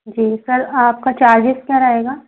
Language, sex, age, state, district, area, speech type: Hindi, female, 18-30, Madhya Pradesh, Gwalior, rural, conversation